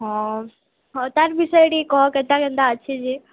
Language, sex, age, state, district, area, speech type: Odia, female, 18-30, Odisha, Subarnapur, urban, conversation